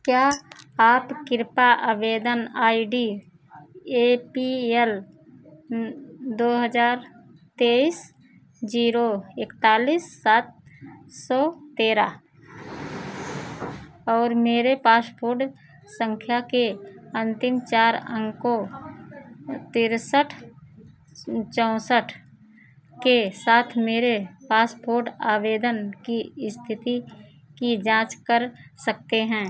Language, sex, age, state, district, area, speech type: Hindi, female, 45-60, Uttar Pradesh, Ayodhya, rural, read